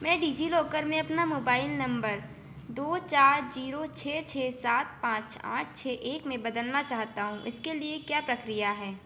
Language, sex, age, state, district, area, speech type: Hindi, female, 18-30, Madhya Pradesh, Chhindwara, urban, read